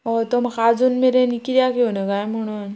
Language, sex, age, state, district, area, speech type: Goan Konkani, female, 45-60, Goa, Quepem, rural, spontaneous